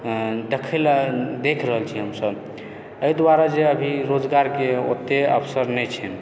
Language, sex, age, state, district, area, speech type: Maithili, male, 18-30, Bihar, Supaul, rural, spontaneous